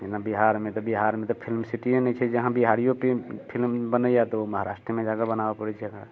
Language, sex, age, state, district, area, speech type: Maithili, male, 45-60, Bihar, Muzaffarpur, rural, spontaneous